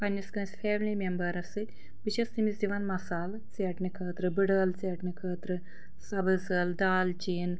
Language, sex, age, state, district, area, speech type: Kashmiri, female, 30-45, Jammu and Kashmir, Anantnag, rural, spontaneous